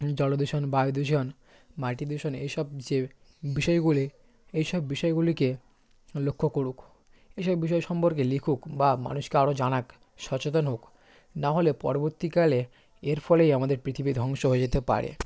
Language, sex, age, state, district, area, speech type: Bengali, male, 18-30, West Bengal, South 24 Parganas, rural, spontaneous